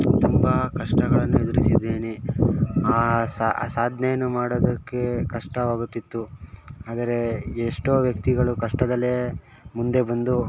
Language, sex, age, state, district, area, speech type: Kannada, male, 18-30, Karnataka, Mysore, urban, spontaneous